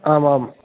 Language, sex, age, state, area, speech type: Sanskrit, male, 18-30, Rajasthan, rural, conversation